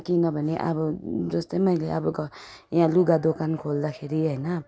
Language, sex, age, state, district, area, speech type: Nepali, female, 45-60, West Bengal, Darjeeling, rural, spontaneous